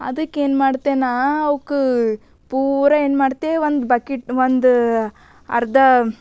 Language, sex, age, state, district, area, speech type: Kannada, female, 18-30, Karnataka, Bidar, urban, spontaneous